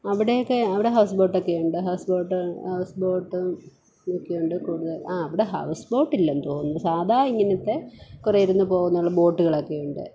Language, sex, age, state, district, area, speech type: Malayalam, female, 30-45, Kerala, Thiruvananthapuram, rural, spontaneous